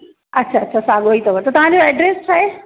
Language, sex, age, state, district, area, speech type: Sindhi, female, 30-45, Uttar Pradesh, Lucknow, urban, conversation